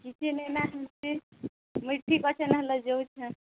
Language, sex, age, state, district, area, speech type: Odia, female, 18-30, Odisha, Nuapada, urban, conversation